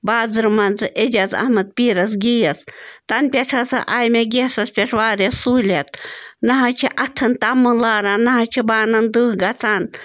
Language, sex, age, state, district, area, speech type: Kashmiri, female, 30-45, Jammu and Kashmir, Bandipora, rural, spontaneous